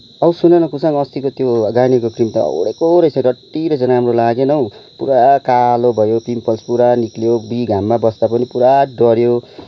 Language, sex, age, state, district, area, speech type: Nepali, male, 30-45, West Bengal, Kalimpong, rural, spontaneous